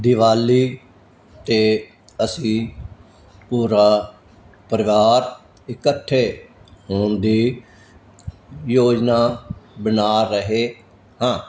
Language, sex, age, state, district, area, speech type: Punjabi, male, 60+, Punjab, Fazilka, rural, read